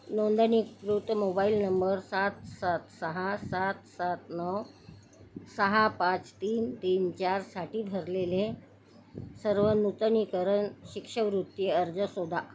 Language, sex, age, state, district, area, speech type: Marathi, female, 60+, Maharashtra, Nagpur, urban, read